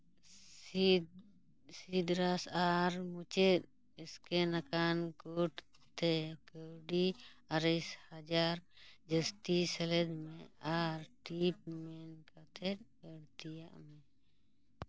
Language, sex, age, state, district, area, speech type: Santali, female, 45-60, West Bengal, Bankura, rural, read